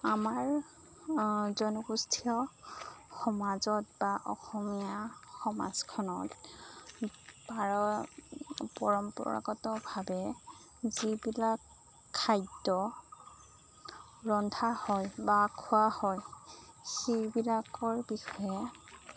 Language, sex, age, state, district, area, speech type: Assamese, female, 30-45, Assam, Nagaon, rural, spontaneous